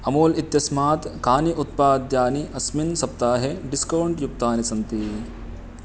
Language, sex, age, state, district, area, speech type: Sanskrit, male, 18-30, Karnataka, Uttara Kannada, rural, read